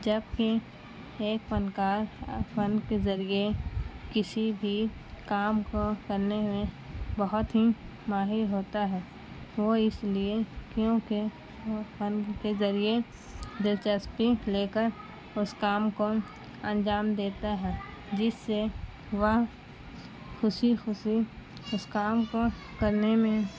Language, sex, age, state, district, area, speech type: Urdu, female, 30-45, Bihar, Gaya, rural, spontaneous